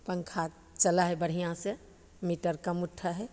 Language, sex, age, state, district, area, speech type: Maithili, female, 45-60, Bihar, Begusarai, rural, spontaneous